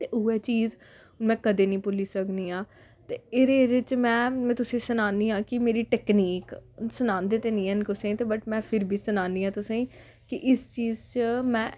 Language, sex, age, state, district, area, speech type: Dogri, female, 18-30, Jammu and Kashmir, Samba, rural, spontaneous